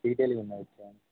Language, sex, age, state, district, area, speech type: Telugu, male, 18-30, Telangana, Jangaon, urban, conversation